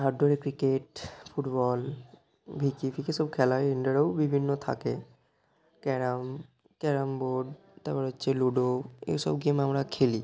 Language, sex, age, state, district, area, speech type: Bengali, male, 30-45, West Bengal, Bankura, urban, spontaneous